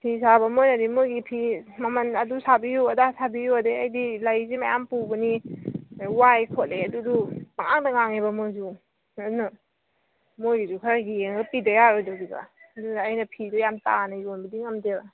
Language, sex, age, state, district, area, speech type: Manipuri, female, 18-30, Manipur, Kangpokpi, urban, conversation